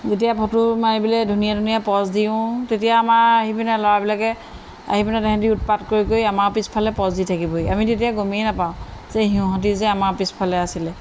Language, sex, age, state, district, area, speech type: Assamese, female, 45-60, Assam, Jorhat, urban, spontaneous